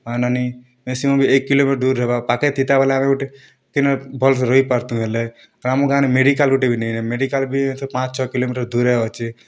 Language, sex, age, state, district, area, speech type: Odia, male, 18-30, Odisha, Kalahandi, rural, spontaneous